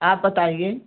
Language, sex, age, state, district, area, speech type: Hindi, female, 60+, Uttar Pradesh, Mau, rural, conversation